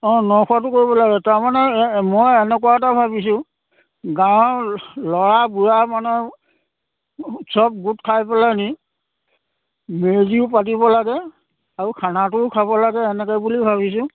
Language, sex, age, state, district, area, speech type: Assamese, male, 60+, Assam, Dhemaji, rural, conversation